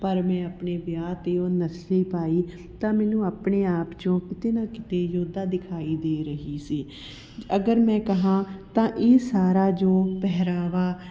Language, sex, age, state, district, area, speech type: Punjabi, female, 30-45, Punjab, Patiala, urban, spontaneous